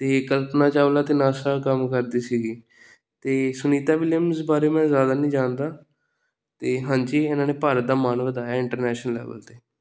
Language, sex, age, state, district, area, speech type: Punjabi, male, 18-30, Punjab, Pathankot, rural, spontaneous